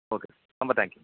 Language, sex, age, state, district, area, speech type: Tamil, male, 45-60, Tamil Nadu, Tenkasi, urban, conversation